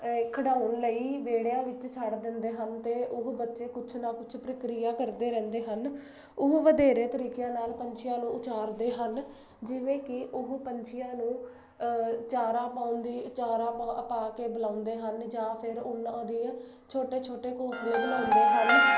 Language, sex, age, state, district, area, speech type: Punjabi, female, 18-30, Punjab, Jalandhar, urban, spontaneous